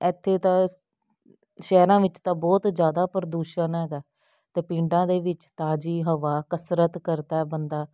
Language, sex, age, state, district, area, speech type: Punjabi, female, 30-45, Punjab, Jalandhar, urban, spontaneous